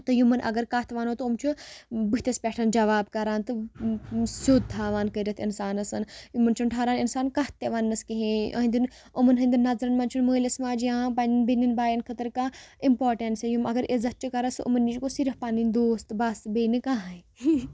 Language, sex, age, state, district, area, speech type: Kashmiri, female, 18-30, Jammu and Kashmir, Baramulla, rural, spontaneous